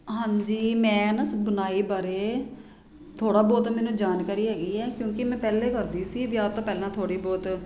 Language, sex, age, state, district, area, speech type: Punjabi, female, 30-45, Punjab, Jalandhar, urban, spontaneous